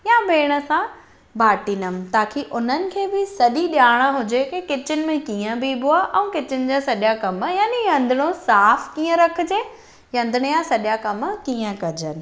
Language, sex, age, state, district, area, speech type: Sindhi, female, 18-30, Maharashtra, Thane, urban, spontaneous